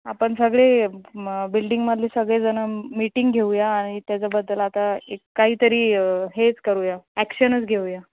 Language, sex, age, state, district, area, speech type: Marathi, female, 30-45, Maharashtra, Nanded, urban, conversation